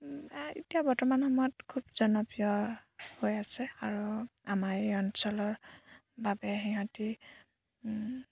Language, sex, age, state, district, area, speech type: Assamese, female, 18-30, Assam, Lakhimpur, rural, spontaneous